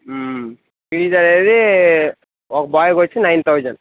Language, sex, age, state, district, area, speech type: Telugu, male, 18-30, Andhra Pradesh, Visakhapatnam, rural, conversation